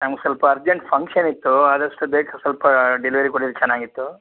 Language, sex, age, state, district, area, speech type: Kannada, male, 60+, Karnataka, Shimoga, urban, conversation